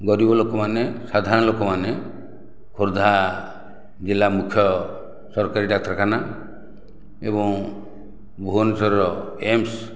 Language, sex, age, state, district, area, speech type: Odia, male, 60+, Odisha, Khordha, rural, spontaneous